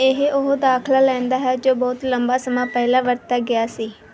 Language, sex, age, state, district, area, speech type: Punjabi, female, 18-30, Punjab, Mansa, urban, read